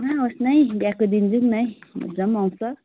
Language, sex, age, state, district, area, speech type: Nepali, female, 30-45, West Bengal, Kalimpong, rural, conversation